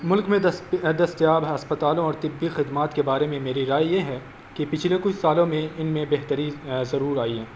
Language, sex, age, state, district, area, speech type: Urdu, male, 18-30, Uttar Pradesh, Azamgarh, urban, spontaneous